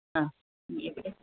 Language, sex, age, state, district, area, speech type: Malayalam, female, 60+, Kerala, Alappuzha, rural, conversation